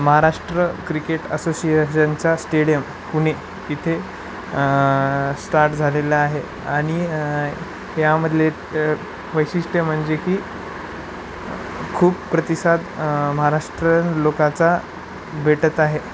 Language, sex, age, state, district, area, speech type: Marathi, male, 18-30, Maharashtra, Nanded, urban, spontaneous